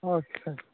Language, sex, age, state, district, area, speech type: Kannada, male, 18-30, Karnataka, Udupi, rural, conversation